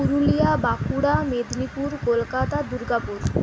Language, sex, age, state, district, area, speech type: Bengali, female, 45-60, West Bengal, Purulia, urban, spontaneous